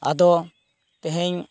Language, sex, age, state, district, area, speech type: Santali, male, 45-60, West Bengal, Purulia, rural, spontaneous